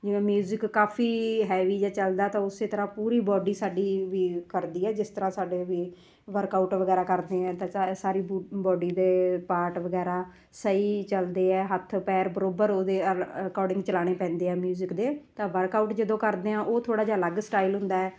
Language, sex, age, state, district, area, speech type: Punjabi, female, 30-45, Punjab, Muktsar, urban, spontaneous